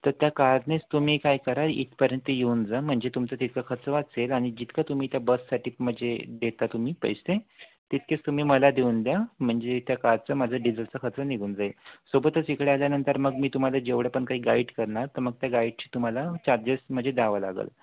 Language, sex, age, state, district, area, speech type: Marathi, male, 18-30, Maharashtra, Wardha, rural, conversation